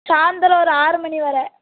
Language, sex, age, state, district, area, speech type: Tamil, female, 18-30, Tamil Nadu, Thoothukudi, rural, conversation